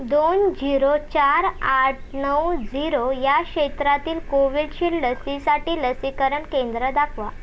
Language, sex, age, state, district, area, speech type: Marathi, female, 18-30, Maharashtra, Thane, urban, read